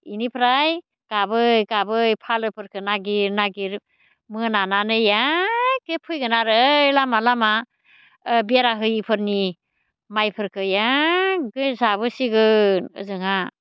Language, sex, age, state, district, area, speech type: Bodo, female, 60+, Assam, Baksa, rural, spontaneous